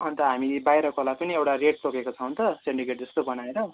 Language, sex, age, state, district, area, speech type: Nepali, male, 18-30, West Bengal, Darjeeling, rural, conversation